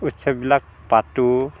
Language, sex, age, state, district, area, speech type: Assamese, male, 60+, Assam, Dhemaji, rural, spontaneous